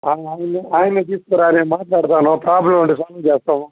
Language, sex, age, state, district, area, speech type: Telugu, male, 45-60, Andhra Pradesh, Nellore, urban, conversation